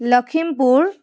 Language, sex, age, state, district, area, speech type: Assamese, female, 30-45, Assam, Charaideo, urban, spontaneous